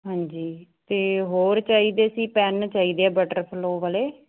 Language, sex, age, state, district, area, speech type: Punjabi, female, 18-30, Punjab, Fazilka, rural, conversation